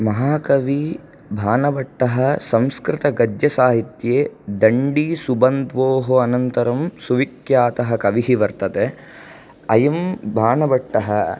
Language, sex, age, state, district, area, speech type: Sanskrit, male, 18-30, Andhra Pradesh, Chittoor, urban, spontaneous